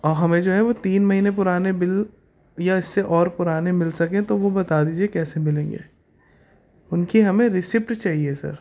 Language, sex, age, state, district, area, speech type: Urdu, male, 18-30, Delhi, North East Delhi, urban, spontaneous